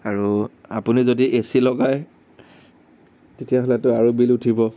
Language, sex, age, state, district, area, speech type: Assamese, male, 18-30, Assam, Nagaon, rural, spontaneous